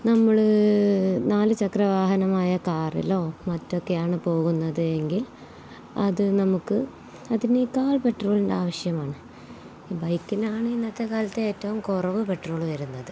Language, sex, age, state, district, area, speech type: Malayalam, female, 30-45, Kerala, Kozhikode, rural, spontaneous